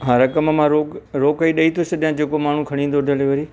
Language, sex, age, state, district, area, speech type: Sindhi, male, 60+, Maharashtra, Thane, urban, spontaneous